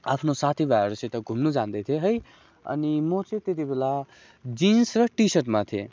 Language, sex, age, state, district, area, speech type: Nepali, male, 18-30, West Bengal, Darjeeling, rural, spontaneous